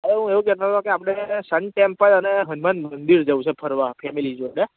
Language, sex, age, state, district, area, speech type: Gujarati, male, 18-30, Gujarat, Anand, rural, conversation